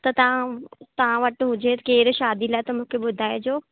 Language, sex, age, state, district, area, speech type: Sindhi, female, 18-30, Rajasthan, Ajmer, urban, conversation